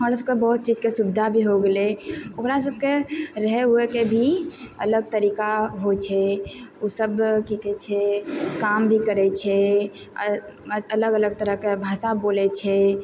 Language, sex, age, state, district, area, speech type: Maithili, female, 18-30, Bihar, Purnia, rural, spontaneous